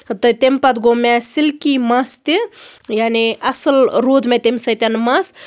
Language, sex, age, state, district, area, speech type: Kashmiri, female, 30-45, Jammu and Kashmir, Baramulla, rural, spontaneous